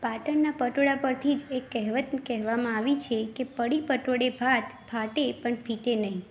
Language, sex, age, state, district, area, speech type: Gujarati, female, 18-30, Gujarat, Mehsana, rural, spontaneous